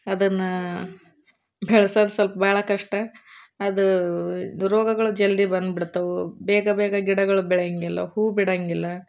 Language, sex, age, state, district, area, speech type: Kannada, female, 30-45, Karnataka, Koppal, urban, spontaneous